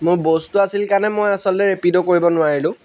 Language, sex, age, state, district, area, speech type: Assamese, male, 18-30, Assam, Jorhat, urban, spontaneous